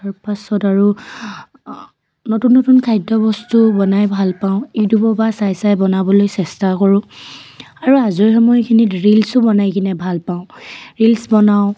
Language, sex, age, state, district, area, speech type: Assamese, female, 18-30, Assam, Dibrugarh, rural, spontaneous